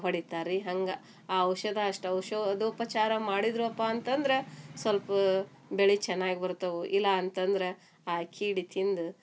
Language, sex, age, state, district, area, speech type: Kannada, female, 45-60, Karnataka, Gadag, rural, spontaneous